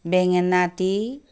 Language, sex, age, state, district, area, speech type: Assamese, female, 60+, Assam, Charaideo, urban, spontaneous